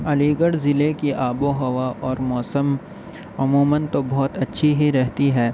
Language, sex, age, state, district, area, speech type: Urdu, male, 18-30, Uttar Pradesh, Aligarh, urban, spontaneous